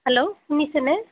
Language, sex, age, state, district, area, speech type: Assamese, female, 30-45, Assam, Nalbari, rural, conversation